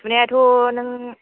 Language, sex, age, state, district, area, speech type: Bodo, female, 30-45, Assam, Kokrajhar, rural, conversation